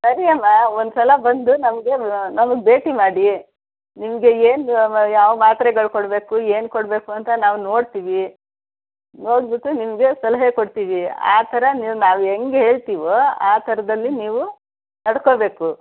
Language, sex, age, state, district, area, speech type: Kannada, female, 60+, Karnataka, Mysore, rural, conversation